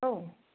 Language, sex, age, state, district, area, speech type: Bodo, female, 30-45, Assam, Kokrajhar, rural, conversation